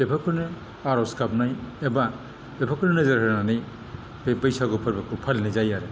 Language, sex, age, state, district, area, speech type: Bodo, male, 60+, Assam, Kokrajhar, rural, spontaneous